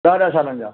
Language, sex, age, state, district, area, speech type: Sindhi, male, 60+, Delhi, South Delhi, rural, conversation